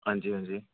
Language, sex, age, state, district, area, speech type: Dogri, male, 30-45, Jammu and Kashmir, Udhampur, urban, conversation